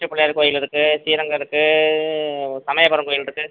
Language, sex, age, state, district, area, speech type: Tamil, male, 60+, Tamil Nadu, Pudukkottai, rural, conversation